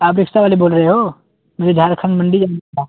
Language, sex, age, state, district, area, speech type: Urdu, male, 18-30, Uttar Pradesh, Balrampur, rural, conversation